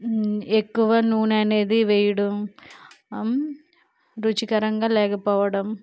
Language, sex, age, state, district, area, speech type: Telugu, female, 45-60, Andhra Pradesh, Konaseema, rural, spontaneous